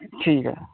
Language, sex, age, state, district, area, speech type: Punjabi, male, 30-45, Punjab, Kapurthala, rural, conversation